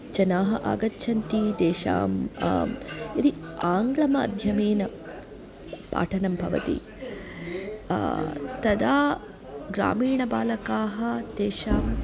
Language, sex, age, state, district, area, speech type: Sanskrit, female, 30-45, Andhra Pradesh, Guntur, urban, spontaneous